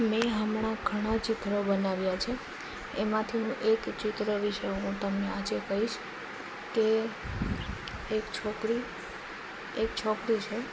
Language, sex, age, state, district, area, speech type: Gujarati, female, 18-30, Gujarat, Rajkot, rural, spontaneous